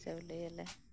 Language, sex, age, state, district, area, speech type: Santali, female, 18-30, West Bengal, Birbhum, rural, spontaneous